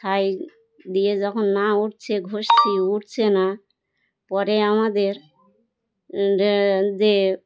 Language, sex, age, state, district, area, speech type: Bengali, female, 30-45, West Bengal, Birbhum, urban, spontaneous